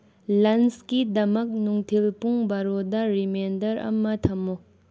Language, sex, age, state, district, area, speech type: Manipuri, female, 30-45, Manipur, Tengnoupal, urban, read